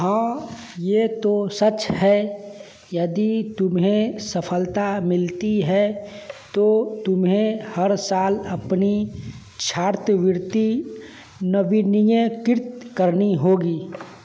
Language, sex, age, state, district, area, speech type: Hindi, male, 30-45, Bihar, Vaishali, rural, read